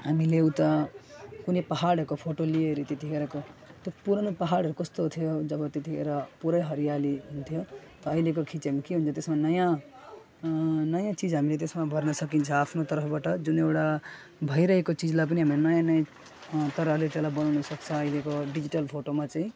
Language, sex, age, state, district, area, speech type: Nepali, male, 18-30, West Bengal, Alipurduar, rural, spontaneous